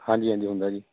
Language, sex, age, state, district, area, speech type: Punjabi, male, 30-45, Punjab, Bathinda, rural, conversation